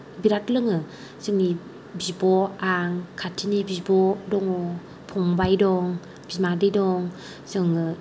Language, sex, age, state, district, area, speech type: Bodo, female, 30-45, Assam, Kokrajhar, rural, spontaneous